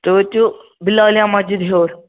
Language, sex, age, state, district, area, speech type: Kashmiri, male, 18-30, Jammu and Kashmir, Ganderbal, rural, conversation